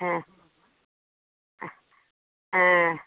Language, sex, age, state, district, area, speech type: Bengali, female, 30-45, West Bengal, North 24 Parganas, urban, conversation